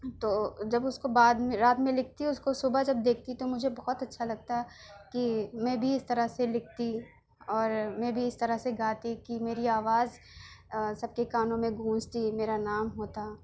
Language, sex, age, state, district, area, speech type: Urdu, female, 18-30, Delhi, South Delhi, urban, spontaneous